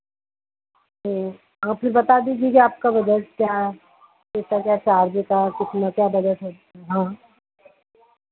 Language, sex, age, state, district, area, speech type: Hindi, female, 18-30, Madhya Pradesh, Harda, rural, conversation